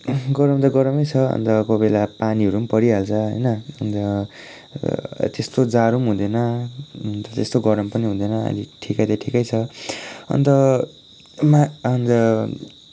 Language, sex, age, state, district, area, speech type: Nepali, male, 18-30, West Bengal, Kalimpong, rural, spontaneous